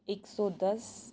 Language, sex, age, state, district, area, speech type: Gujarati, female, 30-45, Gujarat, Surat, rural, spontaneous